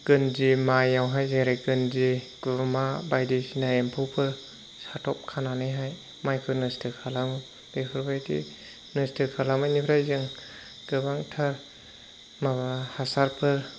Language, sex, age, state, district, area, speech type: Bodo, male, 30-45, Assam, Chirang, rural, spontaneous